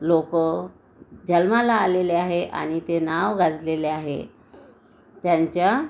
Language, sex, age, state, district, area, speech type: Marathi, female, 30-45, Maharashtra, Amravati, urban, spontaneous